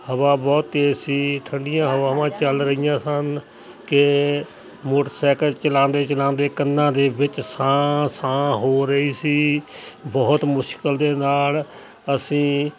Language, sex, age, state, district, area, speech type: Punjabi, male, 60+, Punjab, Hoshiarpur, rural, spontaneous